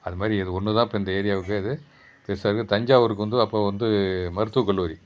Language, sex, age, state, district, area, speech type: Tamil, male, 60+, Tamil Nadu, Thanjavur, rural, spontaneous